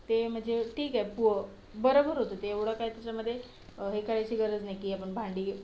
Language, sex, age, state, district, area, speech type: Marathi, female, 18-30, Maharashtra, Solapur, urban, spontaneous